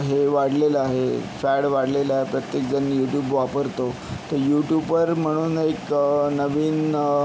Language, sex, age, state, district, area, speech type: Marathi, male, 60+, Maharashtra, Yavatmal, urban, spontaneous